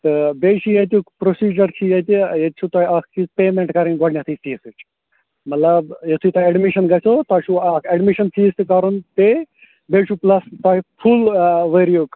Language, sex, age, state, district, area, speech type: Kashmiri, male, 30-45, Jammu and Kashmir, Ganderbal, rural, conversation